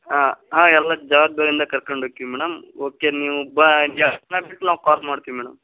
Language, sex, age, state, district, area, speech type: Kannada, male, 30-45, Karnataka, Gadag, rural, conversation